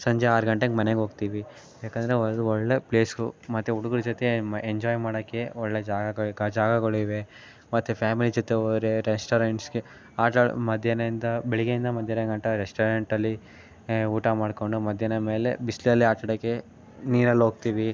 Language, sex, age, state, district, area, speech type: Kannada, male, 18-30, Karnataka, Mandya, rural, spontaneous